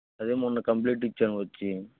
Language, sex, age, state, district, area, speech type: Telugu, male, 30-45, Andhra Pradesh, Bapatla, rural, conversation